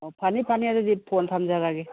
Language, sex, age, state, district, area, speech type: Manipuri, female, 60+, Manipur, Imphal West, urban, conversation